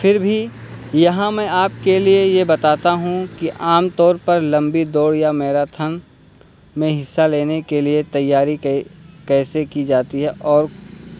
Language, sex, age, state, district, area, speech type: Urdu, male, 18-30, Uttar Pradesh, Balrampur, rural, spontaneous